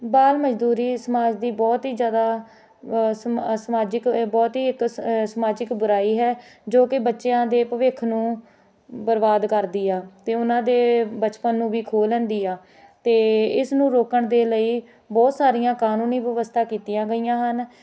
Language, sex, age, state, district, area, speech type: Punjabi, female, 18-30, Punjab, Hoshiarpur, rural, spontaneous